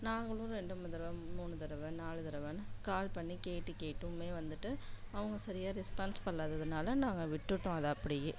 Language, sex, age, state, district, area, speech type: Tamil, female, 30-45, Tamil Nadu, Tiruchirappalli, rural, spontaneous